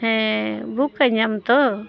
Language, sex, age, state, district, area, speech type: Santali, female, 45-60, Jharkhand, Bokaro, rural, spontaneous